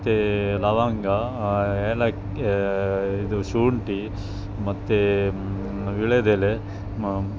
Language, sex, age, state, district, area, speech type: Kannada, male, 45-60, Karnataka, Dakshina Kannada, rural, spontaneous